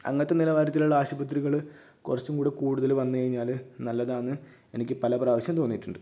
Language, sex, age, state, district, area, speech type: Malayalam, male, 18-30, Kerala, Kozhikode, urban, spontaneous